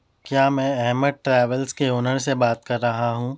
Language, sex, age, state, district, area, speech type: Urdu, male, 30-45, Telangana, Hyderabad, urban, spontaneous